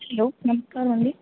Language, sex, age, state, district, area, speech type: Telugu, female, 60+, Andhra Pradesh, West Godavari, rural, conversation